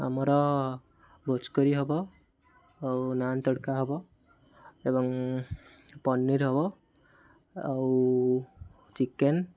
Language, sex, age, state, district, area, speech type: Odia, male, 18-30, Odisha, Jagatsinghpur, rural, spontaneous